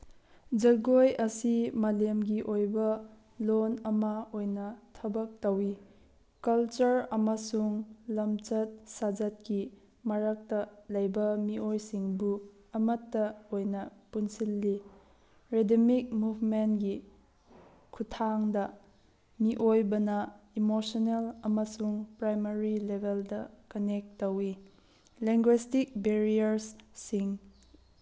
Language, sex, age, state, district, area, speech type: Manipuri, female, 30-45, Manipur, Tengnoupal, rural, spontaneous